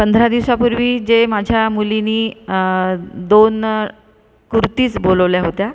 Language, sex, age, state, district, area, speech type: Marathi, female, 45-60, Maharashtra, Buldhana, urban, spontaneous